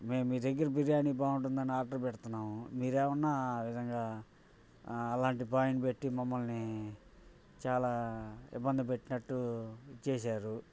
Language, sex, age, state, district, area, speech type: Telugu, male, 45-60, Andhra Pradesh, Bapatla, urban, spontaneous